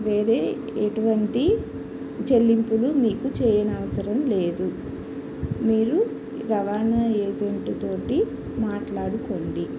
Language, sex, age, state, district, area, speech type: Telugu, female, 30-45, Andhra Pradesh, N T Rama Rao, urban, spontaneous